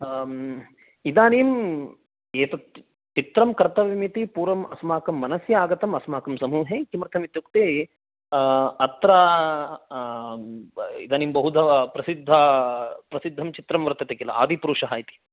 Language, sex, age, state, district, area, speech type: Sanskrit, male, 30-45, Karnataka, Chikkamagaluru, urban, conversation